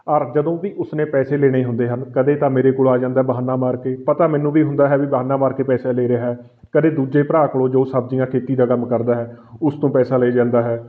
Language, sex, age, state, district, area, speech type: Punjabi, male, 30-45, Punjab, Fatehgarh Sahib, rural, spontaneous